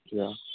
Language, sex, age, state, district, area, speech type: Assamese, male, 45-60, Assam, Morigaon, rural, conversation